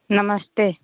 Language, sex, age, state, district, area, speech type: Hindi, female, 60+, Uttar Pradesh, Mau, rural, conversation